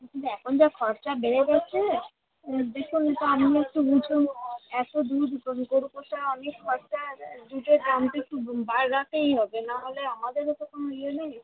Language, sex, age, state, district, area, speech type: Bengali, female, 45-60, West Bengal, Birbhum, urban, conversation